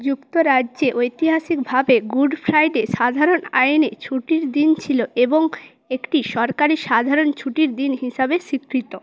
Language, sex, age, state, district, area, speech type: Bengali, female, 18-30, West Bengal, Purba Medinipur, rural, read